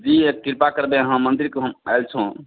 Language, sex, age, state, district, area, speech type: Hindi, male, 45-60, Bihar, Begusarai, rural, conversation